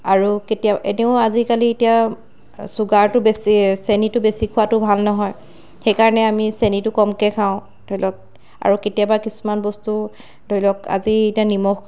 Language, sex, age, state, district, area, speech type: Assamese, female, 30-45, Assam, Sivasagar, rural, spontaneous